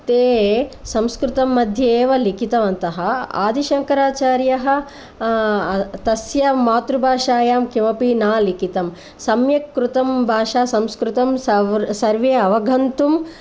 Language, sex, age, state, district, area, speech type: Sanskrit, female, 45-60, Andhra Pradesh, Guntur, urban, spontaneous